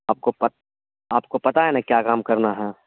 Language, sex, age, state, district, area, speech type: Urdu, male, 18-30, Bihar, Khagaria, rural, conversation